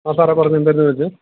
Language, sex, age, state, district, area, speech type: Malayalam, male, 30-45, Kerala, Idukki, rural, conversation